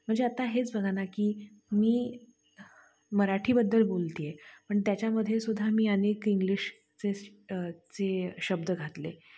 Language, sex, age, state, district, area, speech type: Marathi, female, 30-45, Maharashtra, Satara, urban, spontaneous